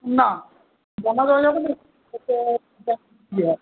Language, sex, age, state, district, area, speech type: Bengali, male, 45-60, West Bengal, Hooghly, rural, conversation